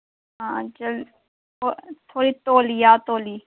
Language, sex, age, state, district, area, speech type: Dogri, female, 18-30, Jammu and Kashmir, Udhampur, rural, conversation